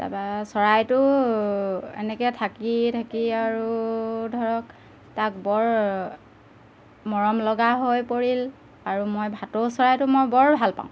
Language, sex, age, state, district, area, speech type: Assamese, female, 30-45, Assam, Golaghat, urban, spontaneous